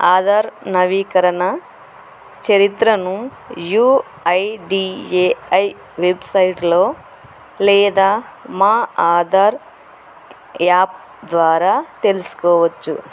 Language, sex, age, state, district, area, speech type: Telugu, female, 45-60, Andhra Pradesh, Kurnool, urban, spontaneous